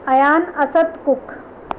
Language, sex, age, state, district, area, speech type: Urdu, female, 45-60, Delhi, East Delhi, urban, spontaneous